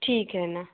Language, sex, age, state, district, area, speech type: Marathi, female, 30-45, Maharashtra, Wardha, rural, conversation